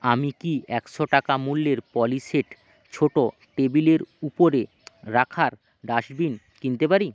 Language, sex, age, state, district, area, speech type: Bengali, male, 18-30, West Bengal, Jalpaiguri, rural, read